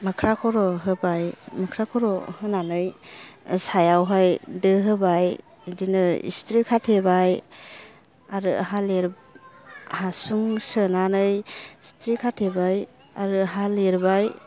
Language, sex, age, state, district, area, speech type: Bodo, female, 30-45, Assam, Kokrajhar, rural, spontaneous